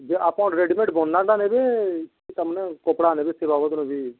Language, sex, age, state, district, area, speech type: Odia, male, 45-60, Odisha, Nuapada, urban, conversation